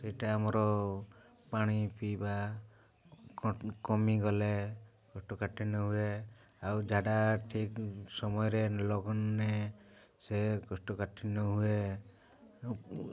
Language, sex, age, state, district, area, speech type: Odia, male, 30-45, Odisha, Mayurbhanj, rural, spontaneous